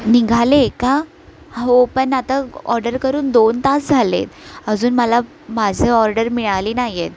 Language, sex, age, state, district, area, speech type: Marathi, female, 18-30, Maharashtra, Sindhudurg, rural, spontaneous